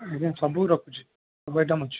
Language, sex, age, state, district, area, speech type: Odia, male, 18-30, Odisha, Jajpur, rural, conversation